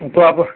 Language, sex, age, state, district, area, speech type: Hindi, male, 30-45, Uttar Pradesh, Mau, urban, conversation